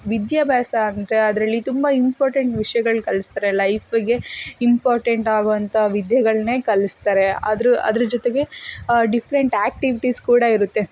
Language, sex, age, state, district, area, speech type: Kannada, female, 18-30, Karnataka, Davanagere, rural, spontaneous